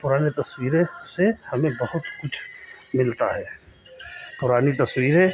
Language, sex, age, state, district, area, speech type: Hindi, male, 45-60, Uttar Pradesh, Lucknow, rural, spontaneous